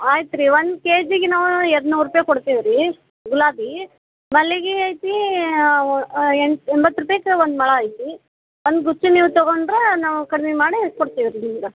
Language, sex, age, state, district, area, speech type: Kannada, female, 30-45, Karnataka, Gadag, rural, conversation